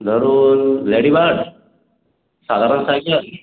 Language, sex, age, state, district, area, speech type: Bengali, male, 18-30, West Bengal, Purulia, rural, conversation